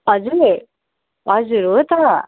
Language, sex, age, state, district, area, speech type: Nepali, female, 18-30, West Bengal, Darjeeling, rural, conversation